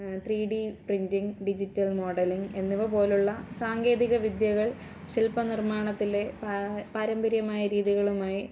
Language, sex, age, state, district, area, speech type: Malayalam, female, 18-30, Kerala, Thiruvananthapuram, rural, spontaneous